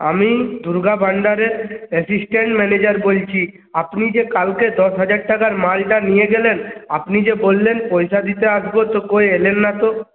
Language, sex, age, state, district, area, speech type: Bengali, male, 30-45, West Bengal, Purulia, urban, conversation